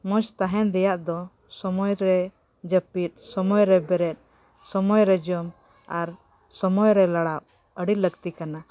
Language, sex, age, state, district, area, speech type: Santali, female, 45-60, Jharkhand, Bokaro, rural, spontaneous